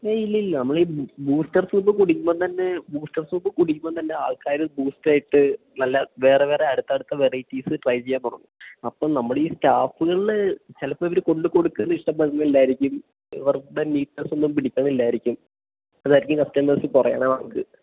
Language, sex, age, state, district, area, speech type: Malayalam, male, 18-30, Kerala, Idukki, rural, conversation